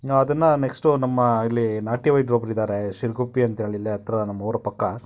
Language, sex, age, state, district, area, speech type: Kannada, male, 30-45, Karnataka, Chitradurga, rural, spontaneous